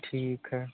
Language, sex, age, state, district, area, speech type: Hindi, male, 30-45, Uttar Pradesh, Mau, rural, conversation